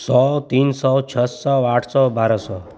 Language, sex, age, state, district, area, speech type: Hindi, male, 30-45, Uttar Pradesh, Chandauli, rural, spontaneous